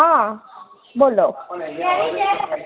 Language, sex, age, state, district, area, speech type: Gujarati, female, 30-45, Gujarat, Kheda, rural, conversation